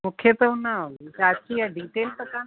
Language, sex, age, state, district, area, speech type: Sindhi, female, 45-60, Gujarat, Kutch, rural, conversation